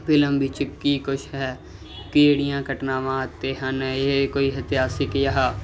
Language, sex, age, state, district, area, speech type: Punjabi, male, 18-30, Punjab, Muktsar, urban, spontaneous